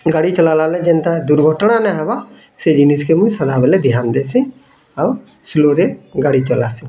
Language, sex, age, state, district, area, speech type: Odia, male, 30-45, Odisha, Bargarh, urban, spontaneous